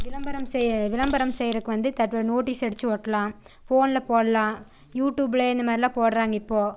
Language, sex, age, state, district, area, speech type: Tamil, female, 18-30, Tamil Nadu, Coimbatore, rural, spontaneous